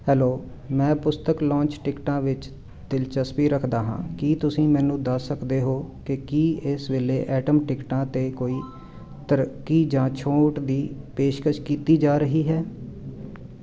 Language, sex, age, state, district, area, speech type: Punjabi, male, 45-60, Punjab, Jalandhar, urban, read